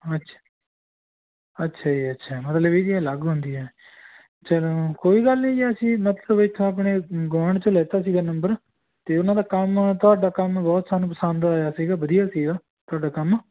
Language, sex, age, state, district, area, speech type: Punjabi, male, 30-45, Punjab, Barnala, rural, conversation